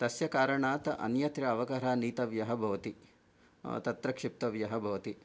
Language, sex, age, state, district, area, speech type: Sanskrit, male, 45-60, Karnataka, Bangalore Urban, urban, spontaneous